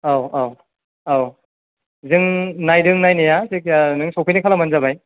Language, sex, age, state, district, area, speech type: Bodo, male, 18-30, Assam, Chirang, rural, conversation